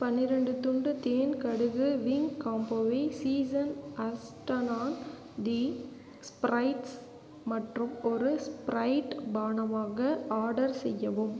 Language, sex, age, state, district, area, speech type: Tamil, female, 18-30, Tamil Nadu, Cuddalore, rural, read